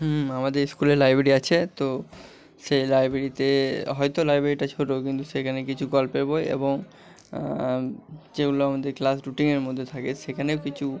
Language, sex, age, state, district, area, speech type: Bengali, male, 45-60, West Bengal, Purba Bardhaman, rural, spontaneous